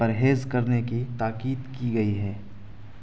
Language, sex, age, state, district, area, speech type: Urdu, male, 18-30, Bihar, Araria, rural, spontaneous